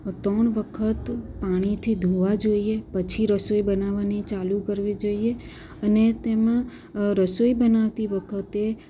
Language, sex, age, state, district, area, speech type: Gujarati, female, 30-45, Gujarat, Ahmedabad, urban, spontaneous